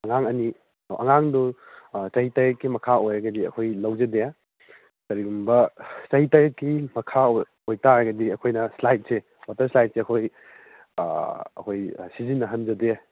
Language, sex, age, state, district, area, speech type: Manipuri, male, 18-30, Manipur, Kakching, rural, conversation